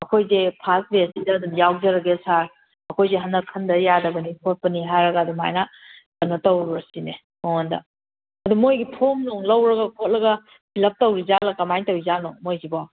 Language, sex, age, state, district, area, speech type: Manipuri, female, 30-45, Manipur, Kakching, rural, conversation